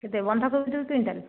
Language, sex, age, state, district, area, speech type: Odia, other, 60+, Odisha, Jajpur, rural, conversation